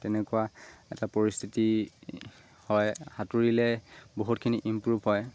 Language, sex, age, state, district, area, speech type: Assamese, male, 18-30, Assam, Lakhimpur, urban, spontaneous